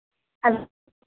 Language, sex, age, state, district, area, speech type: Punjabi, female, 18-30, Punjab, Mohali, rural, conversation